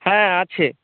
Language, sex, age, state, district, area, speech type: Bengali, male, 60+, West Bengal, Nadia, rural, conversation